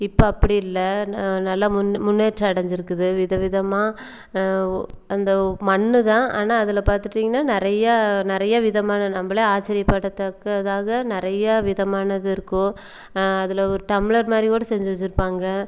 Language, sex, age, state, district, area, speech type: Tamil, female, 30-45, Tamil Nadu, Erode, rural, spontaneous